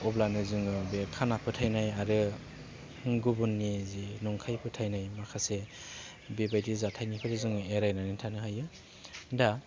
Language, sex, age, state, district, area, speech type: Bodo, male, 30-45, Assam, Baksa, urban, spontaneous